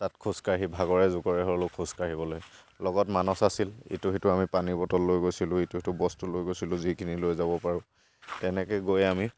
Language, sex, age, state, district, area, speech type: Assamese, male, 45-60, Assam, Charaideo, rural, spontaneous